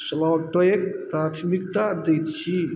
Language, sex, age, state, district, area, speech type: Maithili, male, 45-60, Bihar, Madhubani, rural, read